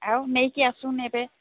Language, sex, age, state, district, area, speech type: Odia, female, 45-60, Odisha, Sambalpur, rural, conversation